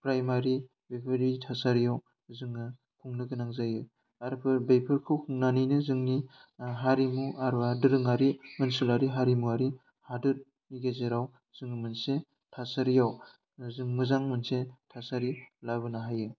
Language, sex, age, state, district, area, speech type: Bodo, male, 18-30, Assam, Udalguri, rural, spontaneous